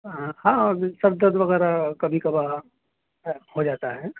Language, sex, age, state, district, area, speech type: Urdu, male, 30-45, Uttar Pradesh, Gautam Buddha Nagar, urban, conversation